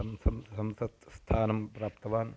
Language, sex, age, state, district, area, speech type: Sanskrit, male, 30-45, Karnataka, Uttara Kannada, rural, spontaneous